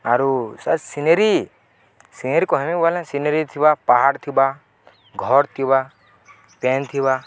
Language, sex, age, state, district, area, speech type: Odia, male, 18-30, Odisha, Balangir, urban, spontaneous